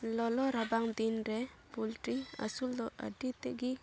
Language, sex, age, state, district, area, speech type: Santali, female, 18-30, West Bengal, Dakshin Dinajpur, rural, spontaneous